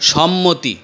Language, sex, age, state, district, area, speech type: Bengali, male, 60+, West Bengal, Paschim Bardhaman, urban, read